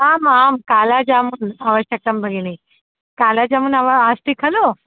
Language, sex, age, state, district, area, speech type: Sanskrit, female, 30-45, Karnataka, Dharwad, urban, conversation